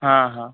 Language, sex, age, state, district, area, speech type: Marathi, male, 30-45, Maharashtra, Amravati, rural, conversation